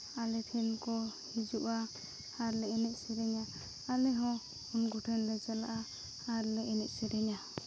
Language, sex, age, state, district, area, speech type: Santali, female, 18-30, Jharkhand, Seraikela Kharsawan, rural, spontaneous